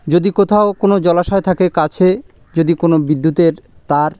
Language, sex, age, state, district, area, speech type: Bengali, male, 30-45, West Bengal, Birbhum, urban, spontaneous